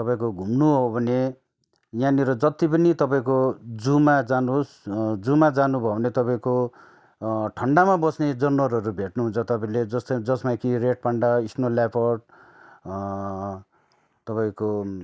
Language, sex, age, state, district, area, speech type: Nepali, male, 30-45, West Bengal, Darjeeling, rural, spontaneous